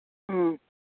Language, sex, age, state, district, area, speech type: Manipuri, female, 60+, Manipur, Churachandpur, rural, conversation